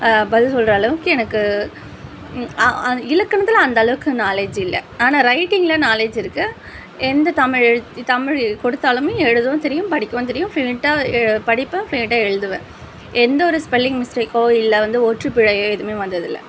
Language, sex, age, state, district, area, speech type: Tamil, female, 30-45, Tamil Nadu, Tiruvallur, urban, spontaneous